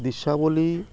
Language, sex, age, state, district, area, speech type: Bengali, male, 45-60, West Bengal, Birbhum, urban, spontaneous